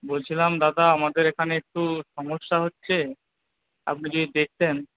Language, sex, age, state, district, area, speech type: Bengali, male, 45-60, West Bengal, Paschim Medinipur, rural, conversation